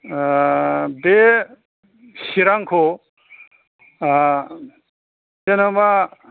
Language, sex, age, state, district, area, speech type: Bodo, male, 60+, Assam, Chirang, rural, conversation